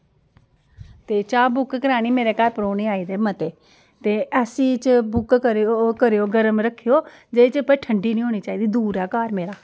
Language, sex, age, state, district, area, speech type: Dogri, female, 45-60, Jammu and Kashmir, Udhampur, rural, spontaneous